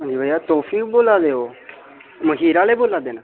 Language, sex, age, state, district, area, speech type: Dogri, male, 18-30, Jammu and Kashmir, Udhampur, rural, conversation